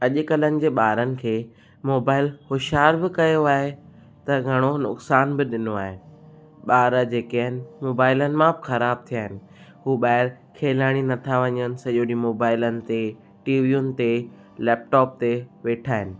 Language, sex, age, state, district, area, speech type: Sindhi, male, 18-30, Gujarat, Kutch, urban, spontaneous